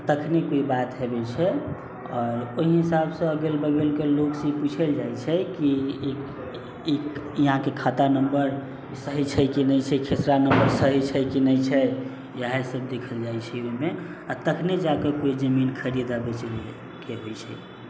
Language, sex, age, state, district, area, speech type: Maithili, male, 18-30, Bihar, Sitamarhi, urban, spontaneous